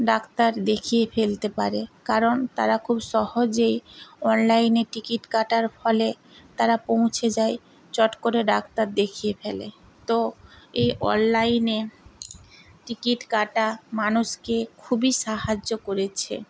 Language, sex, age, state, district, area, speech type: Bengali, female, 45-60, West Bengal, Nadia, rural, spontaneous